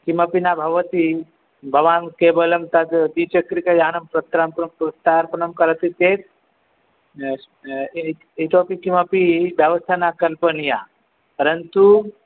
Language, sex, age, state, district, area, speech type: Sanskrit, male, 30-45, West Bengal, North 24 Parganas, urban, conversation